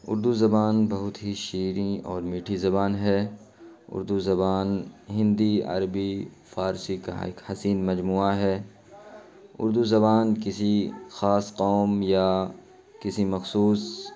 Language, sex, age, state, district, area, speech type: Urdu, male, 30-45, Bihar, Khagaria, rural, spontaneous